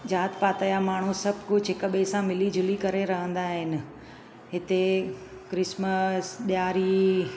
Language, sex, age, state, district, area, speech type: Sindhi, female, 45-60, Gujarat, Surat, urban, spontaneous